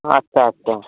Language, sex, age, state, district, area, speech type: Bengali, male, 18-30, West Bengal, Cooch Behar, urban, conversation